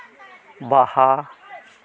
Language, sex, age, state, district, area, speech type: Santali, male, 45-60, West Bengal, Malda, rural, spontaneous